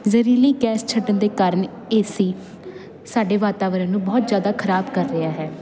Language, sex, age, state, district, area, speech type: Punjabi, female, 18-30, Punjab, Jalandhar, urban, spontaneous